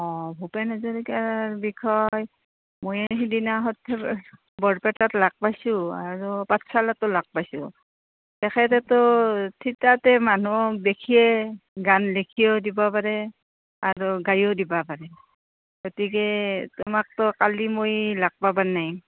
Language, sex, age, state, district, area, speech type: Assamese, female, 30-45, Assam, Barpeta, rural, conversation